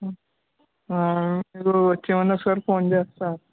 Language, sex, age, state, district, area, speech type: Telugu, male, 18-30, Andhra Pradesh, Anakapalli, rural, conversation